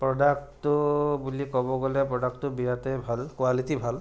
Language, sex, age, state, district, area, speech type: Assamese, male, 45-60, Assam, Morigaon, rural, spontaneous